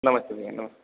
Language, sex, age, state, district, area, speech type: Hindi, male, 18-30, Uttar Pradesh, Azamgarh, rural, conversation